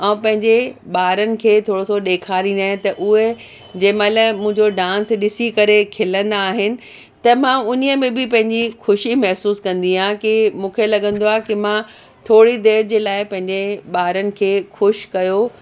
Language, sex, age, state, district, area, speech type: Sindhi, female, 60+, Uttar Pradesh, Lucknow, rural, spontaneous